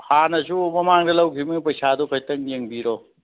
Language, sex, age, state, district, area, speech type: Manipuri, male, 60+, Manipur, Thoubal, rural, conversation